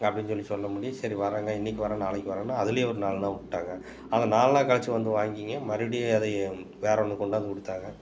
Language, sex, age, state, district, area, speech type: Tamil, male, 45-60, Tamil Nadu, Tiruppur, urban, spontaneous